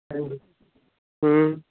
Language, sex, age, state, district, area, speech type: Punjabi, male, 18-30, Punjab, Ludhiana, urban, conversation